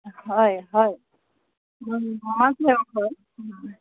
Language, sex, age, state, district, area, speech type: Assamese, female, 45-60, Assam, Dibrugarh, rural, conversation